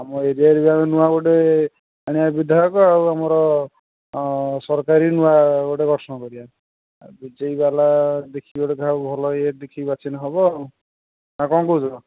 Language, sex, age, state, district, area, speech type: Odia, male, 30-45, Odisha, Kendujhar, urban, conversation